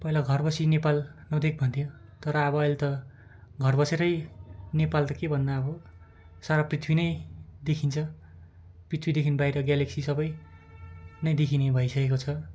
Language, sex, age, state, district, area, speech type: Nepali, male, 18-30, West Bengal, Darjeeling, rural, spontaneous